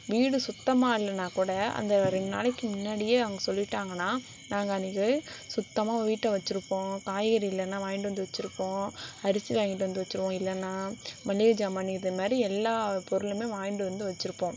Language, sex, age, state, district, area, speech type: Tamil, female, 60+, Tamil Nadu, Sivaganga, rural, spontaneous